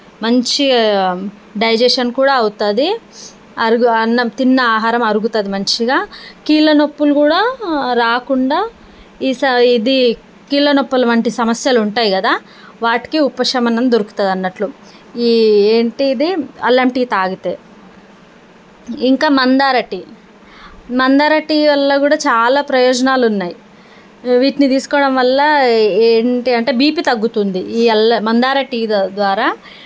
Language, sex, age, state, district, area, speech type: Telugu, female, 30-45, Telangana, Nalgonda, rural, spontaneous